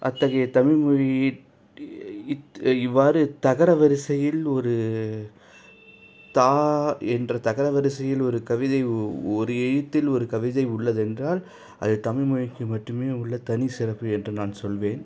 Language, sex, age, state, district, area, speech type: Tamil, male, 45-60, Tamil Nadu, Cuddalore, rural, spontaneous